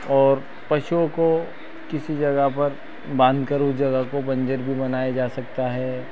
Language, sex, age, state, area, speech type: Hindi, male, 30-45, Madhya Pradesh, rural, spontaneous